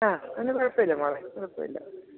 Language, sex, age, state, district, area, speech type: Malayalam, female, 45-60, Kerala, Idukki, rural, conversation